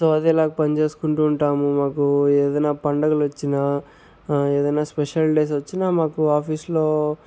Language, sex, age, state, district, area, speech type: Telugu, male, 30-45, Andhra Pradesh, Sri Balaji, rural, spontaneous